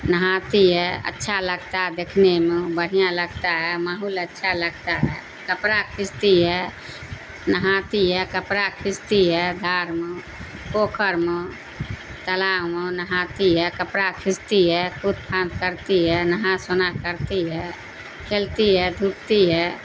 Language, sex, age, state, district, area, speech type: Urdu, female, 60+, Bihar, Darbhanga, rural, spontaneous